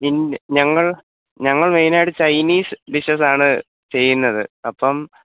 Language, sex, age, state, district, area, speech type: Malayalam, male, 18-30, Kerala, Alappuzha, rural, conversation